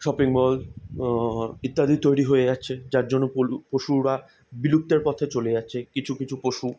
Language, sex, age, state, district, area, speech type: Bengali, male, 18-30, West Bengal, South 24 Parganas, urban, spontaneous